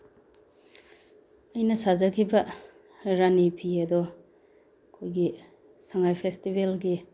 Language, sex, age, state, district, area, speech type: Manipuri, female, 45-60, Manipur, Bishnupur, rural, spontaneous